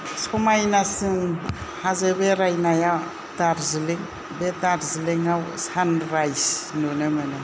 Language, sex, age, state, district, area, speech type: Bodo, female, 60+, Assam, Kokrajhar, rural, spontaneous